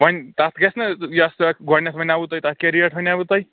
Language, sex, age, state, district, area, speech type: Kashmiri, male, 18-30, Jammu and Kashmir, Kulgam, rural, conversation